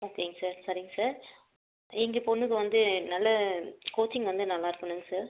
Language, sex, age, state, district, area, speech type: Tamil, female, 30-45, Tamil Nadu, Dharmapuri, rural, conversation